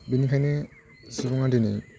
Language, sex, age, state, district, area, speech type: Bodo, male, 18-30, Assam, Udalguri, rural, spontaneous